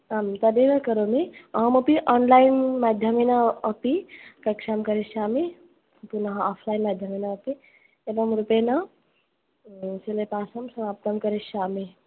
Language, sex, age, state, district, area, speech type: Sanskrit, female, 18-30, Assam, Baksa, rural, conversation